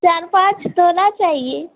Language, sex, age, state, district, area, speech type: Hindi, female, 18-30, Uttar Pradesh, Azamgarh, rural, conversation